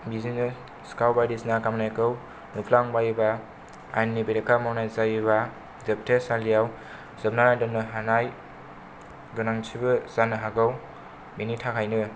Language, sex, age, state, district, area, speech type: Bodo, male, 18-30, Assam, Kokrajhar, rural, spontaneous